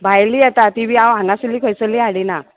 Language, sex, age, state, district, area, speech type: Goan Konkani, female, 45-60, Goa, Murmgao, rural, conversation